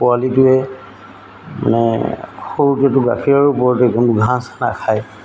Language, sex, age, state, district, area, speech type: Assamese, male, 60+, Assam, Golaghat, rural, spontaneous